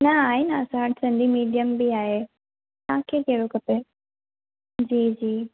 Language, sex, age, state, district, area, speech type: Sindhi, female, 18-30, Maharashtra, Thane, urban, conversation